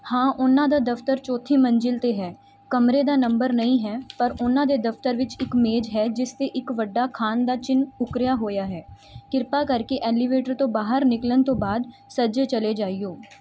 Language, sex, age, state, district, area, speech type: Punjabi, female, 18-30, Punjab, Mansa, urban, read